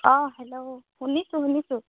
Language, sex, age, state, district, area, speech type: Assamese, female, 18-30, Assam, Golaghat, rural, conversation